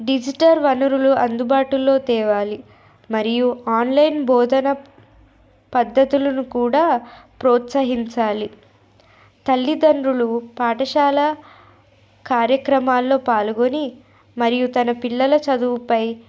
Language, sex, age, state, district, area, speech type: Telugu, female, 18-30, Telangana, Nirmal, urban, spontaneous